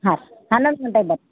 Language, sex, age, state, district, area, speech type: Kannada, female, 18-30, Karnataka, Gulbarga, urban, conversation